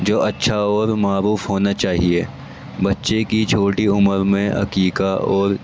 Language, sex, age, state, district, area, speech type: Urdu, male, 18-30, Delhi, East Delhi, urban, spontaneous